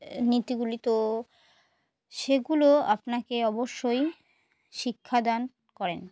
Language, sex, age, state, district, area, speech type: Bengali, female, 18-30, West Bengal, Murshidabad, urban, spontaneous